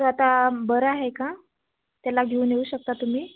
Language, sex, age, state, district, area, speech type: Marathi, female, 45-60, Maharashtra, Nagpur, urban, conversation